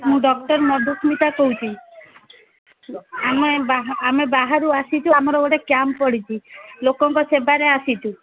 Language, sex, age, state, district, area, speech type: Odia, female, 45-60, Odisha, Angul, rural, conversation